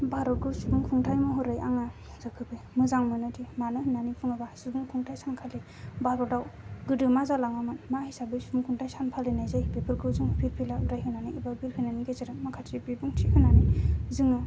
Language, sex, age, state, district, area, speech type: Bodo, female, 18-30, Assam, Kokrajhar, rural, spontaneous